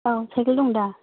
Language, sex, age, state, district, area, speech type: Bodo, male, 18-30, Assam, Chirang, rural, conversation